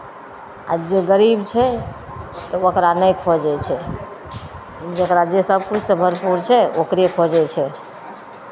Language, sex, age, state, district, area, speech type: Maithili, female, 45-60, Bihar, Madhepura, rural, spontaneous